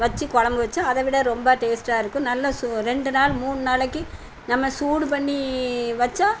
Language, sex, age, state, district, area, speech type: Tamil, female, 60+, Tamil Nadu, Thoothukudi, rural, spontaneous